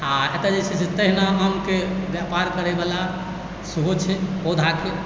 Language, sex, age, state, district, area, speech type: Maithili, male, 45-60, Bihar, Supaul, rural, spontaneous